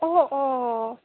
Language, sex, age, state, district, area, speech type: Assamese, female, 60+, Assam, Nagaon, rural, conversation